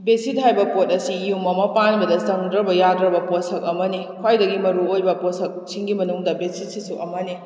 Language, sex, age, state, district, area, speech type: Manipuri, female, 18-30, Manipur, Kakching, rural, spontaneous